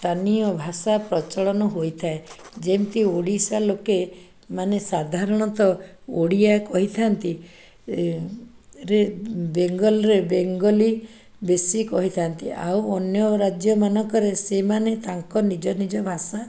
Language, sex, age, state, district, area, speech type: Odia, female, 60+, Odisha, Cuttack, urban, spontaneous